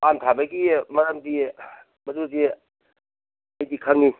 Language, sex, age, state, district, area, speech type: Manipuri, male, 60+, Manipur, Kangpokpi, urban, conversation